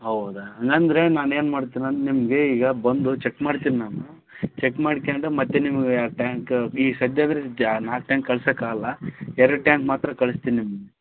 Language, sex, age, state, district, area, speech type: Kannada, male, 30-45, Karnataka, Raichur, rural, conversation